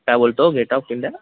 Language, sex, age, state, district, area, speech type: Marathi, male, 18-30, Maharashtra, Thane, urban, conversation